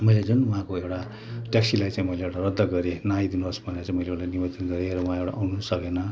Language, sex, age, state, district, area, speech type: Nepali, male, 60+, West Bengal, Kalimpong, rural, spontaneous